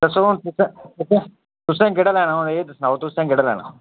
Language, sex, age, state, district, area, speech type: Dogri, male, 45-60, Jammu and Kashmir, Udhampur, urban, conversation